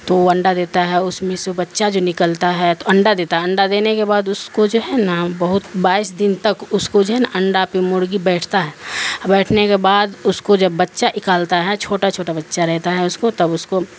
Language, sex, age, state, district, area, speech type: Urdu, female, 45-60, Bihar, Darbhanga, rural, spontaneous